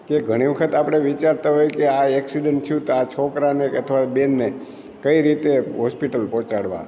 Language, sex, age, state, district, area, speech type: Gujarati, male, 60+, Gujarat, Amreli, rural, spontaneous